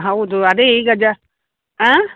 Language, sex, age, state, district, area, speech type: Kannada, female, 60+, Karnataka, Udupi, rural, conversation